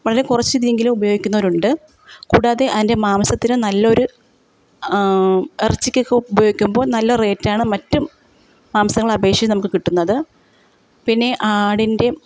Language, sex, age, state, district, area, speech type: Malayalam, female, 30-45, Kerala, Kottayam, rural, spontaneous